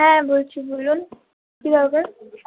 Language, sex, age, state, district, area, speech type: Bengali, female, 18-30, West Bengal, Purba Bardhaman, urban, conversation